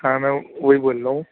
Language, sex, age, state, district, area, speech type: Urdu, male, 18-30, Delhi, Central Delhi, urban, conversation